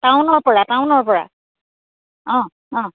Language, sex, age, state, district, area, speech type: Assamese, female, 30-45, Assam, Dibrugarh, urban, conversation